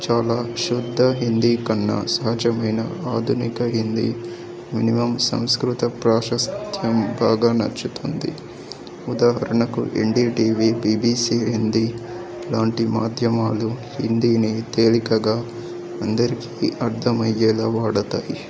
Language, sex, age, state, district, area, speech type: Telugu, male, 18-30, Telangana, Medak, rural, spontaneous